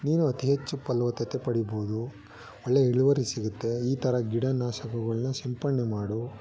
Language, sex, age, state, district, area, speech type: Kannada, male, 30-45, Karnataka, Bangalore Urban, urban, spontaneous